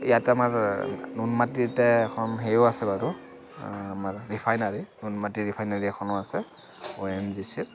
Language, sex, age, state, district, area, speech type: Assamese, male, 45-60, Assam, Kamrup Metropolitan, urban, spontaneous